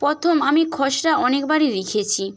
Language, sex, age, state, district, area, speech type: Bengali, female, 18-30, West Bengal, Paschim Medinipur, rural, spontaneous